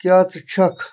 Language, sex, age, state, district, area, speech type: Kashmiri, other, 45-60, Jammu and Kashmir, Bandipora, rural, read